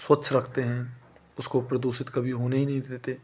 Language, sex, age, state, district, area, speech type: Hindi, male, 30-45, Rajasthan, Bharatpur, rural, spontaneous